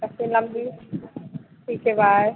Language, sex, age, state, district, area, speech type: Hindi, female, 30-45, Madhya Pradesh, Hoshangabad, rural, conversation